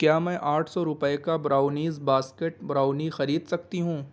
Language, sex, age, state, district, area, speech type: Urdu, male, 18-30, Delhi, East Delhi, urban, read